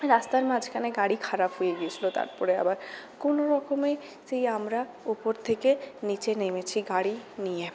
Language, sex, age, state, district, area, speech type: Bengali, female, 60+, West Bengal, Purulia, urban, spontaneous